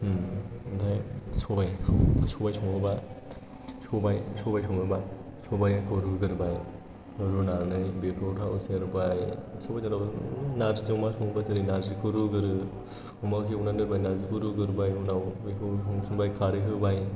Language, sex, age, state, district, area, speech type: Bodo, male, 18-30, Assam, Chirang, rural, spontaneous